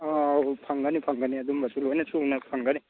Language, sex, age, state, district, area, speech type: Manipuri, male, 18-30, Manipur, Churachandpur, rural, conversation